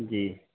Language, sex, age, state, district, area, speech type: Urdu, male, 18-30, Uttar Pradesh, Saharanpur, urban, conversation